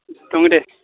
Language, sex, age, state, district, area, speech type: Bodo, male, 18-30, Assam, Baksa, rural, conversation